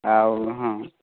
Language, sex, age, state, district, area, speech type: Odia, male, 18-30, Odisha, Subarnapur, urban, conversation